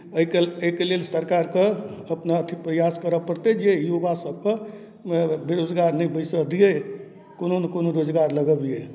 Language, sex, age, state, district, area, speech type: Maithili, male, 30-45, Bihar, Darbhanga, urban, spontaneous